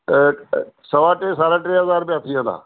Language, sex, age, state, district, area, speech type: Sindhi, male, 60+, Maharashtra, Mumbai Suburban, urban, conversation